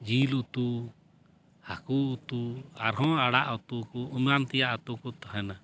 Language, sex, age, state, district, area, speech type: Santali, male, 30-45, West Bengal, Paschim Bardhaman, rural, spontaneous